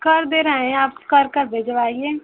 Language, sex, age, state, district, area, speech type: Hindi, female, 18-30, Uttar Pradesh, Mau, rural, conversation